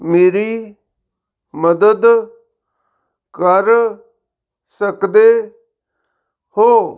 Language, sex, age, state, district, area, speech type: Punjabi, male, 45-60, Punjab, Fazilka, rural, read